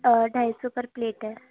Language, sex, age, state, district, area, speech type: Urdu, female, 18-30, Uttar Pradesh, Gautam Buddha Nagar, urban, conversation